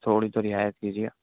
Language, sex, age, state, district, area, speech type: Urdu, male, 18-30, Delhi, East Delhi, urban, conversation